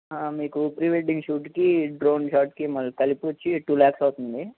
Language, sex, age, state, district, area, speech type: Telugu, male, 18-30, Andhra Pradesh, Eluru, urban, conversation